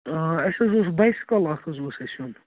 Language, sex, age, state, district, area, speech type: Kashmiri, male, 18-30, Jammu and Kashmir, Kupwara, rural, conversation